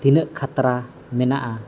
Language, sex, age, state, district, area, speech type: Santali, male, 18-30, Jharkhand, East Singhbhum, rural, spontaneous